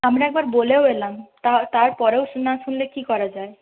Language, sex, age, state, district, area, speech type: Bengali, female, 30-45, West Bengal, Purulia, rural, conversation